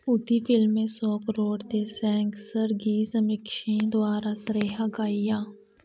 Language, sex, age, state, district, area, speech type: Dogri, female, 60+, Jammu and Kashmir, Reasi, rural, read